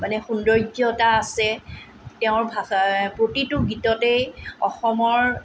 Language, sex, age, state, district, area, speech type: Assamese, female, 45-60, Assam, Tinsukia, rural, spontaneous